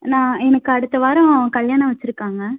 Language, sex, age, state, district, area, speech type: Tamil, female, 18-30, Tamil Nadu, Tiruchirappalli, rural, conversation